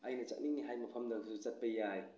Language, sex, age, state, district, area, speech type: Manipuri, male, 30-45, Manipur, Tengnoupal, urban, spontaneous